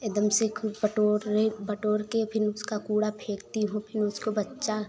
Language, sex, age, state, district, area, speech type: Hindi, female, 18-30, Uttar Pradesh, Prayagraj, rural, spontaneous